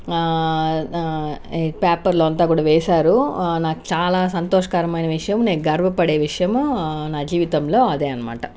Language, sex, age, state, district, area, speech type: Telugu, female, 30-45, Andhra Pradesh, Sri Balaji, rural, spontaneous